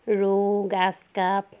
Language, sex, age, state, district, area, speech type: Assamese, female, 45-60, Assam, Dhemaji, urban, spontaneous